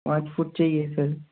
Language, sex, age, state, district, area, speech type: Hindi, male, 18-30, Madhya Pradesh, Gwalior, urban, conversation